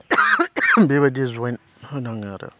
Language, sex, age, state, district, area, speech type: Bodo, male, 30-45, Assam, Chirang, rural, spontaneous